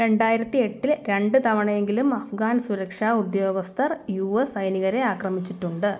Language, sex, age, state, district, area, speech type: Malayalam, female, 18-30, Kerala, Kottayam, rural, read